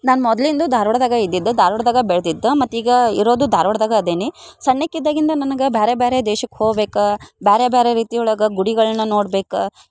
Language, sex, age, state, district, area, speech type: Kannada, female, 18-30, Karnataka, Dharwad, rural, spontaneous